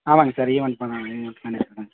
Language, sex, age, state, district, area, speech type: Tamil, male, 30-45, Tamil Nadu, Virudhunagar, rural, conversation